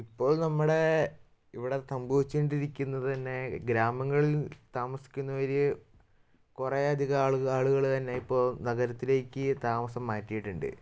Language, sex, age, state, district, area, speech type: Malayalam, male, 18-30, Kerala, Wayanad, rural, spontaneous